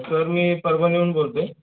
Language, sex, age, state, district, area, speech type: Marathi, male, 18-30, Maharashtra, Hingoli, urban, conversation